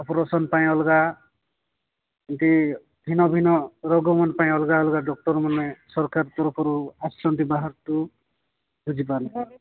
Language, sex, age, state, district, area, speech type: Odia, male, 45-60, Odisha, Nabarangpur, rural, conversation